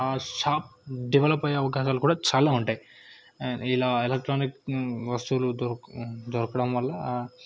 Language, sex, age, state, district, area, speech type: Telugu, male, 18-30, Telangana, Yadadri Bhuvanagiri, urban, spontaneous